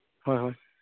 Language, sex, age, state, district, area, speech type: Manipuri, male, 30-45, Manipur, Churachandpur, rural, conversation